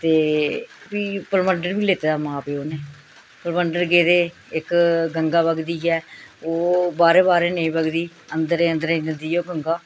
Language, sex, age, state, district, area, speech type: Dogri, female, 45-60, Jammu and Kashmir, Reasi, rural, spontaneous